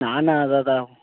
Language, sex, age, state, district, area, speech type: Bengali, male, 18-30, West Bengal, South 24 Parganas, rural, conversation